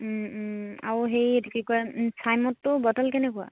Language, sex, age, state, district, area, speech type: Assamese, female, 18-30, Assam, Charaideo, rural, conversation